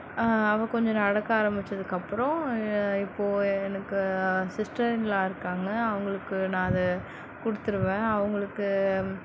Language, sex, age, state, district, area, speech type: Tamil, female, 45-60, Tamil Nadu, Mayiladuthurai, urban, spontaneous